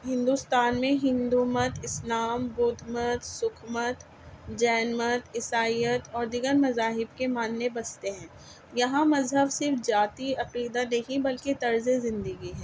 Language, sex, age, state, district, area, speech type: Urdu, female, 45-60, Delhi, South Delhi, urban, spontaneous